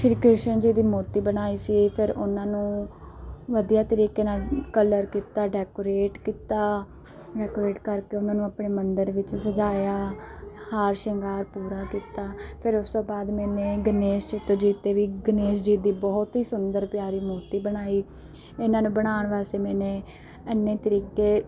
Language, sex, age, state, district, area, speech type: Punjabi, female, 18-30, Punjab, Mansa, urban, spontaneous